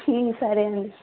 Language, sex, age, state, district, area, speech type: Telugu, female, 18-30, Andhra Pradesh, East Godavari, urban, conversation